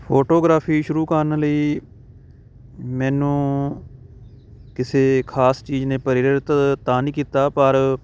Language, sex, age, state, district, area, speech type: Punjabi, male, 30-45, Punjab, Shaheed Bhagat Singh Nagar, urban, spontaneous